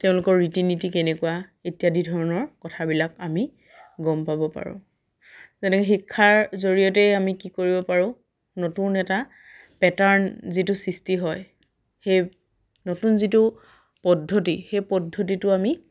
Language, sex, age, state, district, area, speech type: Assamese, female, 30-45, Assam, Dhemaji, rural, spontaneous